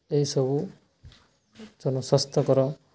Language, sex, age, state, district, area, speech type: Odia, male, 18-30, Odisha, Nuapada, urban, spontaneous